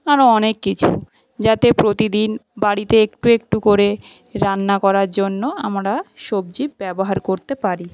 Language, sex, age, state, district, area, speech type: Bengali, female, 18-30, West Bengal, Paschim Medinipur, rural, spontaneous